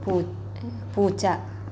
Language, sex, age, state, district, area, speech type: Malayalam, female, 45-60, Kerala, Malappuram, rural, read